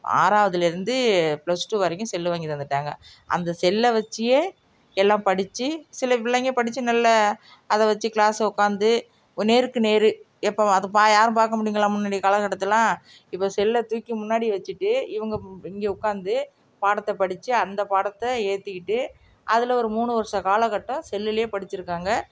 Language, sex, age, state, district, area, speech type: Tamil, female, 45-60, Tamil Nadu, Nagapattinam, rural, spontaneous